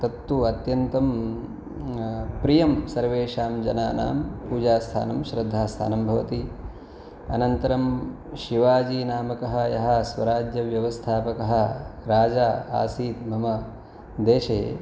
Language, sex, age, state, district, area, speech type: Sanskrit, male, 30-45, Maharashtra, Pune, urban, spontaneous